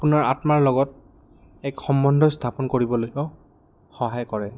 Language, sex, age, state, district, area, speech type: Assamese, male, 18-30, Assam, Goalpara, urban, spontaneous